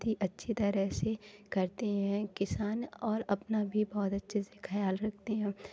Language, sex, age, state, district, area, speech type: Hindi, female, 18-30, Madhya Pradesh, Katni, rural, spontaneous